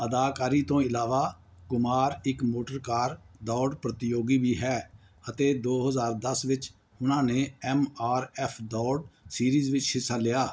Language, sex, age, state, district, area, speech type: Punjabi, male, 60+, Punjab, Pathankot, rural, read